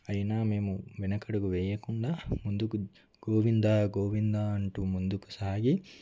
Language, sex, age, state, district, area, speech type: Telugu, male, 18-30, Telangana, Ranga Reddy, urban, spontaneous